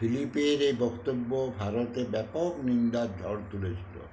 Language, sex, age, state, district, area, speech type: Bengali, male, 60+, West Bengal, Uttar Dinajpur, rural, read